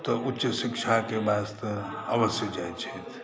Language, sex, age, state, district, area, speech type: Maithili, male, 60+, Bihar, Saharsa, urban, spontaneous